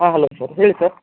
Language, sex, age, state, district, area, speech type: Kannada, male, 30-45, Karnataka, Tumkur, urban, conversation